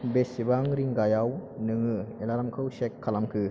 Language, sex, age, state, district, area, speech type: Bodo, male, 18-30, Assam, Chirang, urban, read